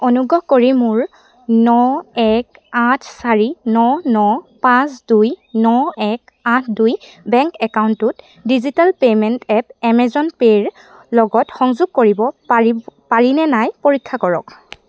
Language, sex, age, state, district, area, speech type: Assamese, female, 18-30, Assam, Sivasagar, rural, read